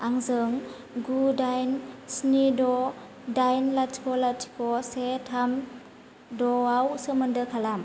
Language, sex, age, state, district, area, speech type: Bodo, female, 18-30, Assam, Kokrajhar, urban, read